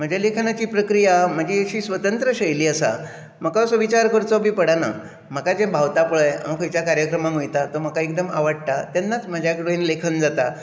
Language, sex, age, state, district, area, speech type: Goan Konkani, male, 60+, Goa, Bardez, urban, spontaneous